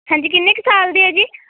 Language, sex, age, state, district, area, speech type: Punjabi, female, 18-30, Punjab, Barnala, rural, conversation